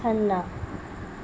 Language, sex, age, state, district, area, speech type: Urdu, female, 18-30, Bihar, Gaya, urban, spontaneous